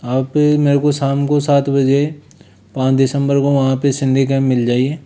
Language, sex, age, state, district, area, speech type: Hindi, male, 30-45, Rajasthan, Jaipur, urban, spontaneous